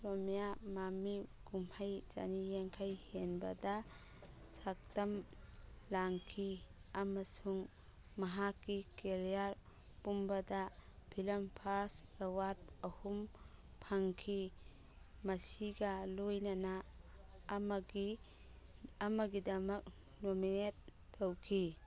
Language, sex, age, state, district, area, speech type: Manipuri, female, 45-60, Manipur, Churachandpur, urban, read